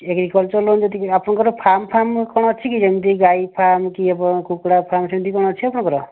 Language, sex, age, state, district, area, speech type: Odia, male, 30-45, Odisha, Kandhamal, rural, conversation